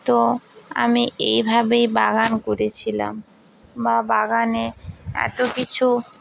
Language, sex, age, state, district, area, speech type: Bengali, female, 60+, West Bengal, Purba Medinipur, rural, spontaneous